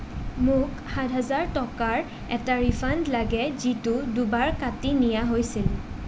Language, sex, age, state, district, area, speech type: Assamese, female, 18-30, Assam, Nalbari, rural, read